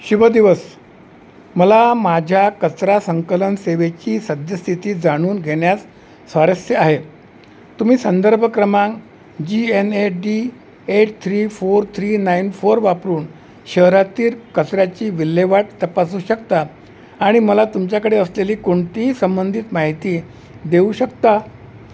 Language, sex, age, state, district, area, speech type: Marathi, male, 60+, Maharashtra, Wardha, urban, read